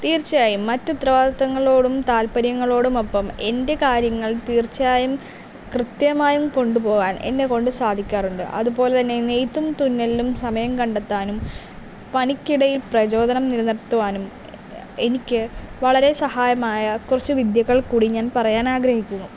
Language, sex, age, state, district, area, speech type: Malayalam, female, 18-30, Kerala, Palakkad, rural, spontaneous